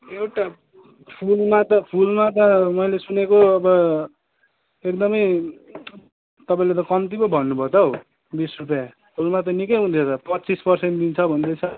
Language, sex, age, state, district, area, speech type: Nepali, male, 18-30, West Bengal, Kalimpong, rural, conversation